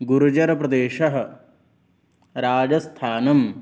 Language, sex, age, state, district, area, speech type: Sanskrit, male, 18-30, Uttar Pradesh, Lucknow, urban, spontaneous